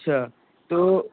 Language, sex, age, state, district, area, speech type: Urdu, male, 18-30, Uttar Pradesh, Rampur, urban, conversation